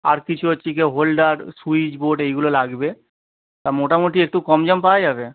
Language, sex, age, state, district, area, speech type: Bengali, male, 30-45, West Bengal, Howrah, urban, conversation